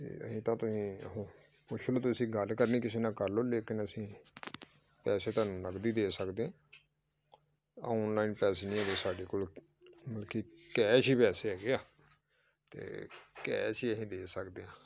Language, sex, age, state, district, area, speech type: Punjabi, male, 45-60, Punjab, Amritsar, urban, spontaneous